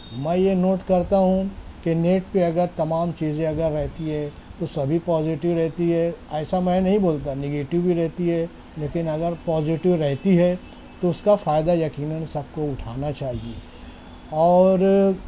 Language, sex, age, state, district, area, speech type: Urdu, male, 60+, Maharashtra, Nashik, urban, spontaneous